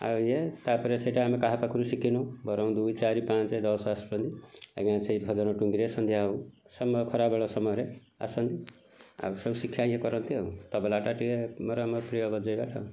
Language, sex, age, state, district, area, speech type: Odia, male, 45-60, Odisha, Kendujhar, urban, spontaneous